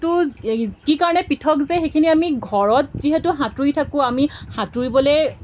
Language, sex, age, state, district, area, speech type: Assamese, female, 18-30, Assam, Golaghat, rural, spontaneous